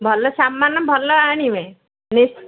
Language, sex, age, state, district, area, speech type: Odia, female, 45-60, Odisha, Sundergarh, rural, conversation